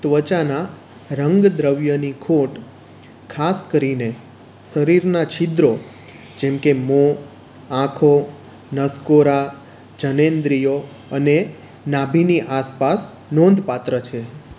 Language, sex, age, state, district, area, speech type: Gujarati, male, 30-45, Gujarat, Surat, urban, read